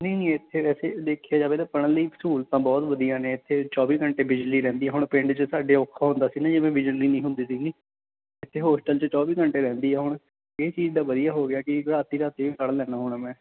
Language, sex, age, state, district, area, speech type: Punjabi, male, 18-30, Punjab, Bathinda, urban, conversation